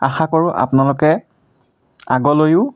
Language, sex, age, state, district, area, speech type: Assamese, male, 30-45, Assam, Majuli, urban, spontaneous